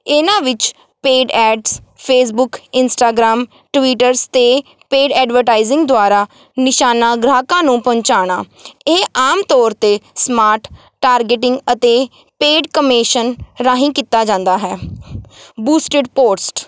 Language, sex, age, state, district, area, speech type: Punjabi, female, 18-30, Punjab, Kapurthala, rural, spontaneous